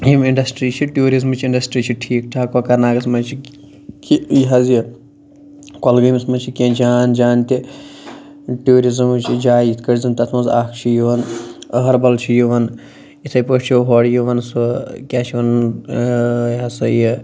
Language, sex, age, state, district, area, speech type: Kashmiri, male, 18-30, Jammu and Kashmir, Kulgam, rural, spontaneous